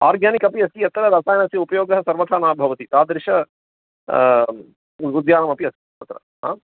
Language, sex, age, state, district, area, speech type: Sanskrit, male, 45-60, Karnataka, Bangalore Urban, urban, conversation